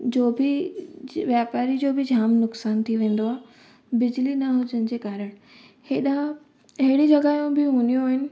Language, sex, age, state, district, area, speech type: Sindhi, female, 18-30, Gujarat, Surat, urban, spontaneous